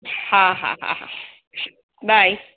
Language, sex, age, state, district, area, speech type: Sindhi, female, 30-45, Gujarat, Surat, urban, conversation